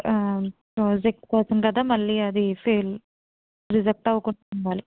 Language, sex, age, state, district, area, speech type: Telugu, female, 30-45, Andhra Pradesh, Eluru, rural, conversation